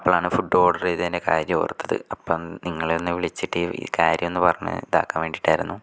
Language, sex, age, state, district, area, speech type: Malayalam, male, 18-30, Kerala, Kozhikode, urban, spontaneous